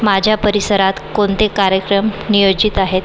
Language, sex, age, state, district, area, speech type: Marathi, female, 30-45, Maharashtra, Nagpur, urban, read